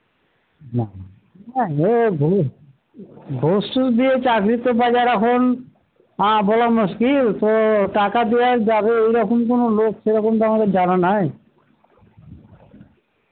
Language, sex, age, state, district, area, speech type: Bengali, male, 60+, West Bengal, Murshidabad, rural, conversation